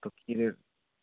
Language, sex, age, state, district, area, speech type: Bengali, male, 18-30, West Bengal, Murshidabad, urban, conversation